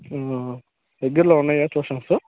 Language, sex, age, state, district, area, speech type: Telugu, male, 18-30, Andhra Pradesh, Srikakulam, rural, conversation